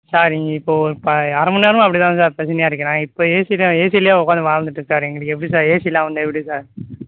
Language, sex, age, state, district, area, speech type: Tamil, male, 18-30, Tamil Nadu, Sivaganga, rural, conversation